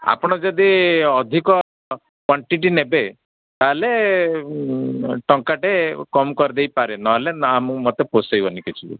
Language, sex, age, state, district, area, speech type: Odia, male, 60+, Odisha, Jharsuguda, rural, conversation